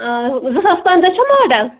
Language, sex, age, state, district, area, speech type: Kashmiri, female, 30-45, Jammu and Kashmir, Budgam, rural, conversation